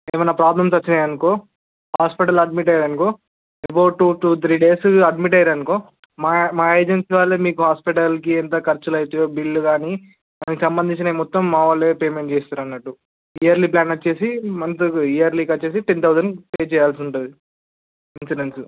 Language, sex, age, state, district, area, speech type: Telugu, male, 18-30, Andhra Pradesh, Visakhapatnam, urban, conversation